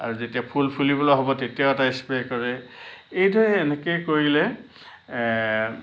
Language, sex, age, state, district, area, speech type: Assamese, male, 60+, Assam, Lakhimpur, urban, spontaneous